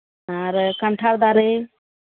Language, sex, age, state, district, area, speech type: Santali, female, 30-45, West Bengal, Malda, rural, conversation